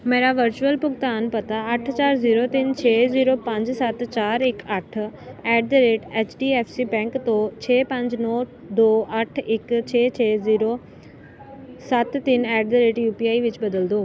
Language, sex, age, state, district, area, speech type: Punjabi, female, 18-30, Punjab, Ludhiana, rural, read